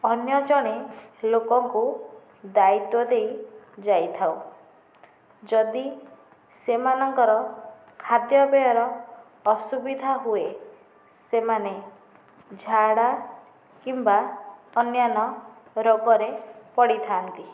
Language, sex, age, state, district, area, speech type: Odia, female, 18-30, Odisha, Nayagarh, rural, spontaneous